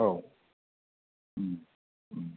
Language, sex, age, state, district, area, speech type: Bodo, male, 30-45, Assam, Kokrajhar, rural, conversation